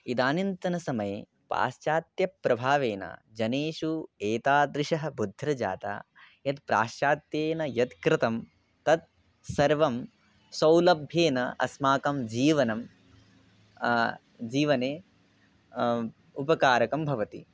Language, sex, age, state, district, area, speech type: Sanskrit, male, 18-30, West Bengal, Darjeeling, urban, spontaneous